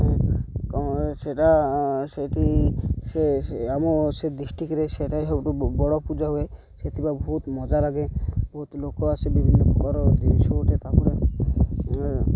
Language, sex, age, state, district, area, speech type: Odia, male, 18-30, Odisha, Malkangiri, urban, spontaneous